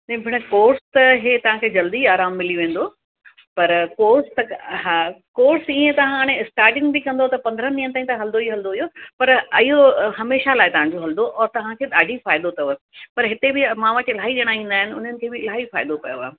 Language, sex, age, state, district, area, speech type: Sindhi, female, 45-60, Uttar Pradesh, Lucknow, urban, conversation